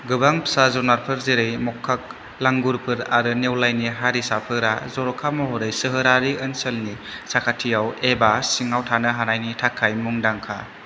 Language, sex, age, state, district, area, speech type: Bodo, male, 18-30, Assam, Chirang, rural, read